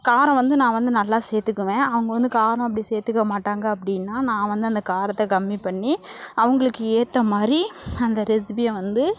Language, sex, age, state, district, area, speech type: Tamil, female, 18-30, Tamil Nadu, Namakkal, rural, spontaneous